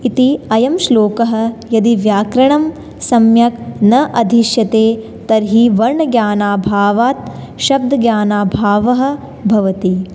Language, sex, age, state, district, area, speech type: Sanskrit, female, 18-30, Rajasthan, Jaipur, urban, spontaneous